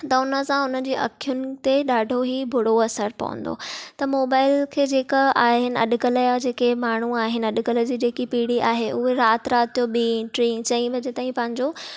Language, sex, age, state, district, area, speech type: Sindhi, female, 18-30, Maharashtra, Thane, urban, spontaneous